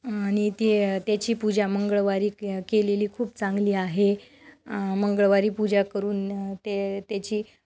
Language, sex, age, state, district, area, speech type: Marathi, female, 30-45, Maharashtra, Nanded, urban, spontaneous